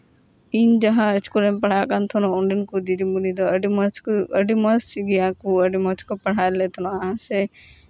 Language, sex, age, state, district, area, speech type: Santali, female, 18-30, West Bengal, Uttar Dinajpur, rural, spontaneous